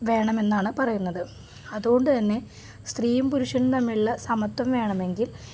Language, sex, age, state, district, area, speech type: Malayalam, female, 45-60, Kerala, Palakkad, rural, spontaneous